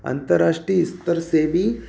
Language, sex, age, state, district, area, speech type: Hindi, male, 30-45, Madhya Pradesh, Ujjain, urban, spontaneous